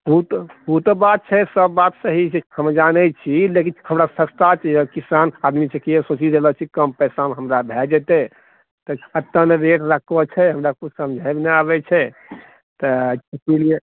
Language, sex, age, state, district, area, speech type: Maithili, male, 60+, Bihar, Purnia, rural, conversation